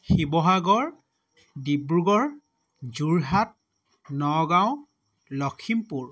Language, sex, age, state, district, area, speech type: Assamese, male, 30-45, Assam, Sivasagar, rural, spontaneous